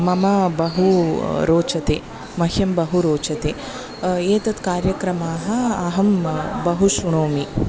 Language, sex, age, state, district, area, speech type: Sanskrit, female, 30-45, Tamil Nadu, Tiruchirappalli, urban, spontaneous